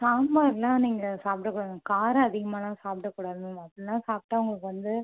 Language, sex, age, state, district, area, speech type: Tamil, female, 18-30, Tamil Nadu, Cuddalore, urban, conversation